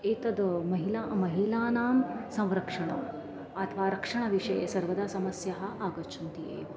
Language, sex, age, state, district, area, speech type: Sanskrit, female, 45-60, Maharashtra, Nashik, rural, spontaneous